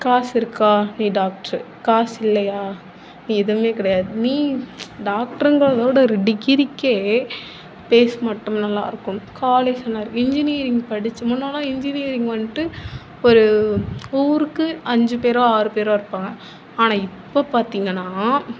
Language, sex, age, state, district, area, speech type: Tamil, female, 18-30, Tamil Nadu, Nagapattinam, rural, spontaneous